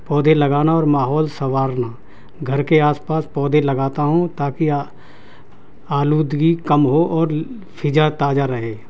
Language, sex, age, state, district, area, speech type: Urdu, male, 60+, Delhi, South Delhi, urban, spontaneous